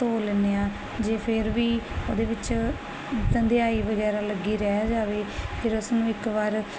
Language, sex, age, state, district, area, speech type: Punjabi, female, 30-45, Punjab, Barnala, rural, spontaneous